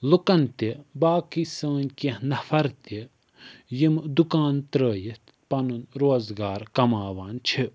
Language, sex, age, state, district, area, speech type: Kashmiri, male, 45-60, Jammu and Kashmir, Budgam, rural, spontaneous